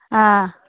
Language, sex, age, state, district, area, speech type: Dogri, female, 30-45, Jammu and Kashmir, Udhampur, urban, conversation